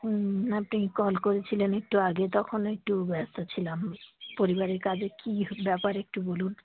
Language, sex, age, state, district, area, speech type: Bengali, female, 45-60, West Bengal, Dakshin Dinajpur, urban, conversation